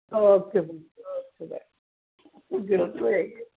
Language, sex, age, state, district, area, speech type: Punjabi, female, 60+, Punjab, Gurdaspur, rural, conversation